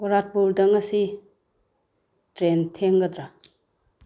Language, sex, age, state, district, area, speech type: Manipuri, female, 45-60, Manipur, Bishnupur, rural, read